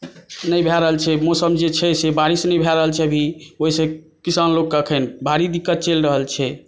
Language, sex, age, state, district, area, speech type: Maithili, male, 30-45, Bihar, Saharsa, rural, spontaneous